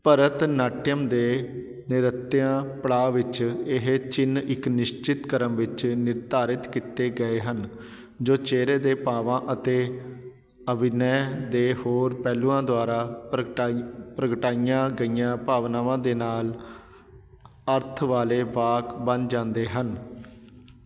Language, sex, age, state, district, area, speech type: Punjabi, male, 30-45, Punjab, Patiala, urban, read